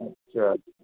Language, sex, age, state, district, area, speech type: Urdu, male, 30-45, Uttar Pradesh, Balrampur, rural, conversation